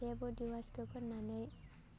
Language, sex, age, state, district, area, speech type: Bodo, female, 18-30, Assam, Baksa, rural, spontaneous